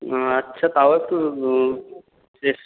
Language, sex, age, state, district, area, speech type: Bengali, male, 18-30, West Bengal, North 24 Parganas, rural, conversation